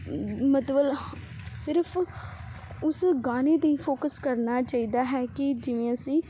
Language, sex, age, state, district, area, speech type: Punjabi, female, 18-30, Punjab, Fazilka, rural, spontaneous